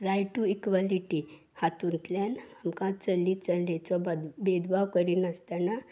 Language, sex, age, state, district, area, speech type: Goan Konkani, female, 18-30, Goa, Salcete, urban, spontaneous